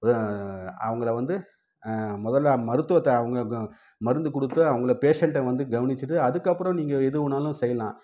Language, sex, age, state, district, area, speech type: Tamil, male, 30-45, Tamil Nadu, Krishnagiri, urban, spontaneous